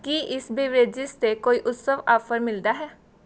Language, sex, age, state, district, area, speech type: Punjabi, female, 18-30, Punjab, Gurdaspur, rural, read